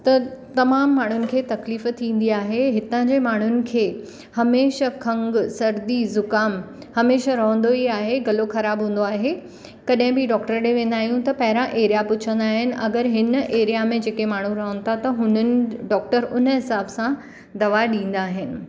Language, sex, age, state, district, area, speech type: Sindhi, female, 45-60, Maharashtra, Mumbai Suburban, urban, spontaneous